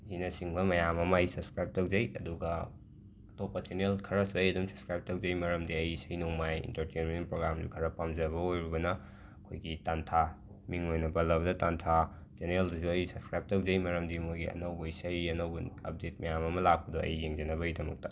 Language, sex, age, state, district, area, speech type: Manipuri, male, 30-45, Manipur, Imphal West, urban, spontaneous